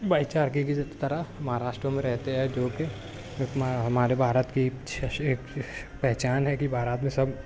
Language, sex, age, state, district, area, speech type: Urdu, male, 18-30, Maharashtra, Nashik, urban, spontaneous